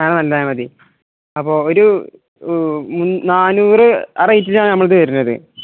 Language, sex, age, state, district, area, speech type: Malayalam, male, 18-30, Kerala, Malappuram, rural, conversation